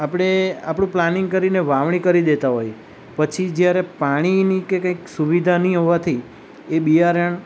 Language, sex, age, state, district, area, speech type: Gujarati, male, 45-60, Gujarat, Valsad, rural, spontaneous